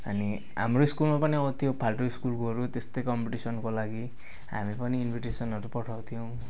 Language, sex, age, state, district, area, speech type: Nepali, male, 18-30, West Bengal, Kalimpong, rural, spontaneous